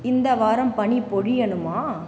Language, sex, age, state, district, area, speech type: Tamil, female, 18-30, Tamil Nadu, Cuddalore, rural, read